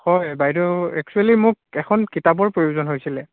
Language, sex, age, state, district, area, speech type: Assamese, male, 18-30, Assam, Charaideo, rural, conversation